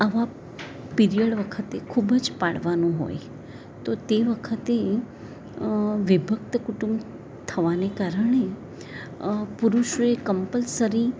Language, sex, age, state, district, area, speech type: Gujarati, female, 60+, Gujarat, Valsad, rural, spontaneous